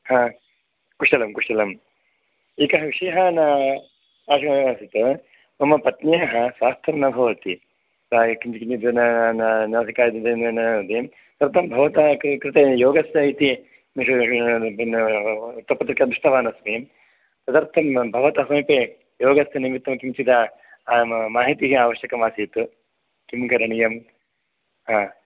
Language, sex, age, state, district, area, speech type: Sanskrit, male, 30-45, Karnataka, Raichur, rural, conversation